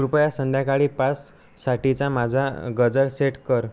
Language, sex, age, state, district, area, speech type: Marathi, male, 18-30, Maharashtra, Amravati, rural, read